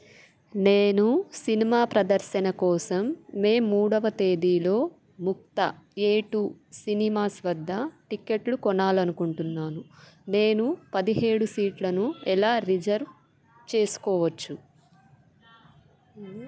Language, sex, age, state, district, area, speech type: Telugu, female, 30-45, Andhra Pradesh, Bapatla, rural, read